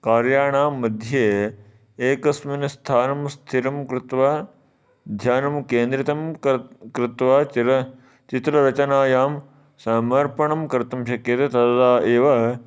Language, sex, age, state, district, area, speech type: Sanskrit, male, 30-45, Karnataka, Dharwad, urban, spontaneous